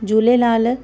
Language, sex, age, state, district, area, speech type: Sindhi, female, 30-45, Maharashtra, Thane, urban, spontaneous